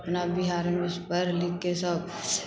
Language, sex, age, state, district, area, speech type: Maithili, female, 30-45, Bihar, Samastipur, urban, spontaneous